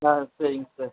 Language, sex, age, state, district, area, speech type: Tamil, male, 30-45, Tamil Nadu, Tiruvannamalai, urban, conversation